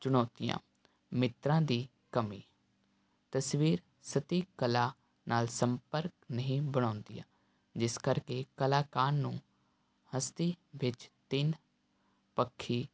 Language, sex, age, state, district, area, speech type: Punjabi, male, 18-30, Punjab, Hoshiarpur, urban, spontaneous